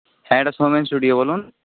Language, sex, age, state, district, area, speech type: Bengali, male, 30-45, West Bengal, Jhargram, rural, conversation